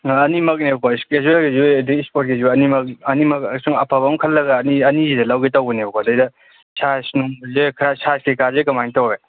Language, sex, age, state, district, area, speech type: Manipuri, male, 18-30, Manipur, Kangpokpi, urban, conversation